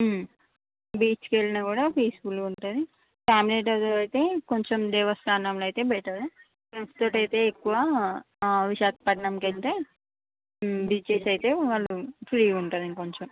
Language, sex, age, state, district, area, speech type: Telugu, female, 30-45, Andhra Pradesh, Srikakulam, urban, conversation